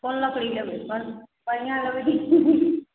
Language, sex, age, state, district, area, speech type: Maithili, female, 30-45, Bihar, Araria, rural, conversation